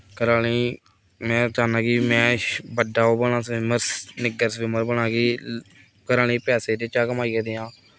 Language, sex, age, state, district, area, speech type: Dogri, male, 18-30, Jammu and Kashmir, Kathua, rural, spontaneous